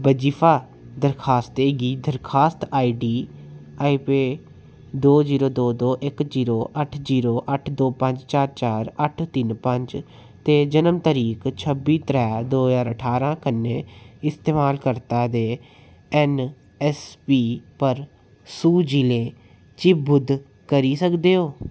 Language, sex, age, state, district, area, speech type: Dogri, male, 30-45, Jammu and Kashmir, Udhampur, rural, read